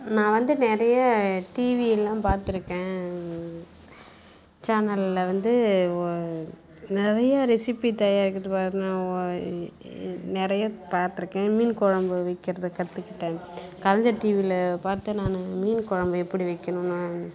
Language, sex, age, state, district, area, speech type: Tamil, female, 45-60, Tamil Nadu, Kallakurichi, rural, spontaneous